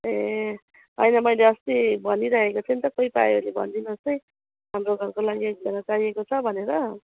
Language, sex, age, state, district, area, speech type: Nepali, female, 30-45, West Bengal, Jalpaiguri, urban, conversation